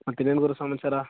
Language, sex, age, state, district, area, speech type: Kannada, male, 18-30, Karnataka, Mandya, rural, conversation